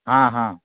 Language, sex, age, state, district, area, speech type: Hindi, male, 30-45, Bihar, Begusarai, urban, conversation